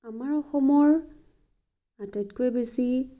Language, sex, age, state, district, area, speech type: Assamese, female, 18-30, Assam, Biswanath, rural, spontaneous